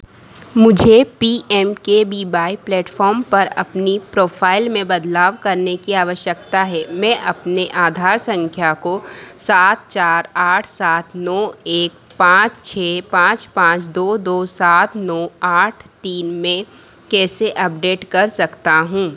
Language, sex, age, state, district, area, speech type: Hindi, female, 30-45, Madhya Pradesh, Harda, urban, read